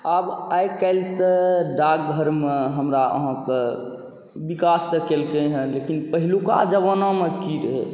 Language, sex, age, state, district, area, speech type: Maithili, male, 18-30, Bihar, Saharsa, rural, spontaneous